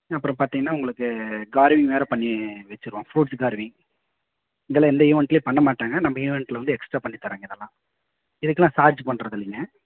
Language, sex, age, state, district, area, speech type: Tamil, male, 30-45, Tamil Nadu, Virudhunagar, rural, conversation